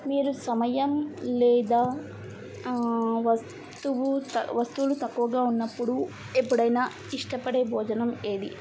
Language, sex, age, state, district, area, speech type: Telugu, female, 18-30, Andhra Pradesh, N T Rama Rao, urban, spontaneous